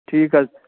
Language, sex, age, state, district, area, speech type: Kashmiri, male, 18-30, Jammu and Kashmir, Anantnag, rural, conversation